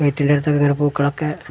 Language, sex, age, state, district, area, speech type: Malayalam, male, 60+, Kerala, Malappuram, rural, spontaneous